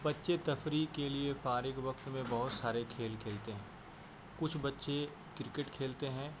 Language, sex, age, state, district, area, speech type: Urdu, male, 30-45, Uttar Pradesh, Azamgarh, rural, spontaneous